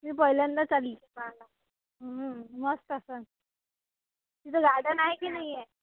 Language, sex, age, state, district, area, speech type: Marathi, female, 18-30, Maharashtra, Amravati, urban, conversation